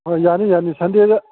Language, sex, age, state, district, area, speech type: Manipuri, male, 45-60, Manipur, Bishnupur, rural, conversation